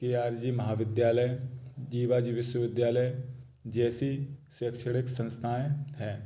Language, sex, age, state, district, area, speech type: Hindi, male, 30-45, Madhya Pradesh, Gwalior, urban, spontaneous